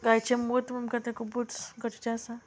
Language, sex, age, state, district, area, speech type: Goan Konkani, female, 30-45, Goa, Murmgao, rural, spontaneous